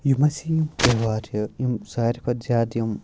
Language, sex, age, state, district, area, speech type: Kashmiri, male, 30-45, Jammu and Kashmir, Kupwara, rural, spontaneous